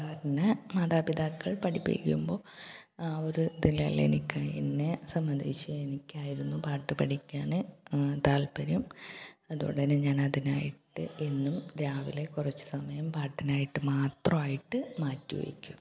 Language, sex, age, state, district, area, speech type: Malayalam, female, 30-45, Kerala, Malappuram, rural, spontaneous